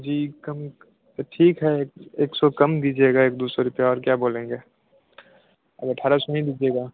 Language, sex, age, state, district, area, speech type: Hindi, male, 18-30, Bihar, Samastipur, rural, conversation